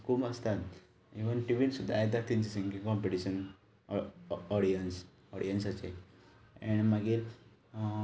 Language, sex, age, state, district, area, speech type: Goan Konkani, male, 18-30, Goa, Ponda, rural, spontaneous